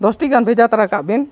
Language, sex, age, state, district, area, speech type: Santali, male, 45-60, Jharkhand, East Singhbhum, rural, spontaneous